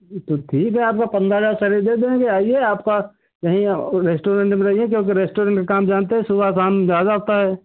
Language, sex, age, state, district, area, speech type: Hindi, male, 60+, Uttar Pradesh, Ayodhya, rural, conversation